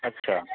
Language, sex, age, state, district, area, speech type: Bengali, female, 30-45, West Bengal, Purba Bardhaman, urban, conversation